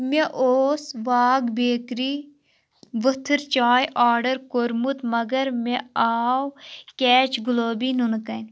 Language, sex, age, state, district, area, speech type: Kashmiri, female, 18-30, Jammu and Kashmir, Shopian, rural, read